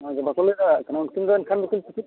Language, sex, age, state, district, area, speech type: Santali, male, 45-60, Odisha, Mayurbhanj, rural, conversation